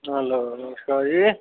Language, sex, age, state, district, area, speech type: Dogri, male, 30-45, Jammu and Kashmir, Reasi, urban, conversation